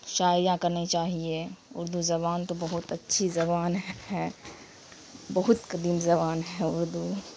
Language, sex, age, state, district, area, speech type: Urdu, female, 18-30, Bihar, Khagaria, rural, spontaneous